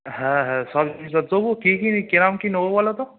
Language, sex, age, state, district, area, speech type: Bengali, male, 18-30, West Bengal, Howrah, urban, conversation